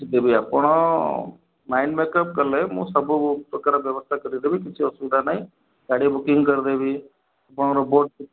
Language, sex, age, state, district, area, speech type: Odia, male, 45-60, Odisha, Kendrapara, urban, conversation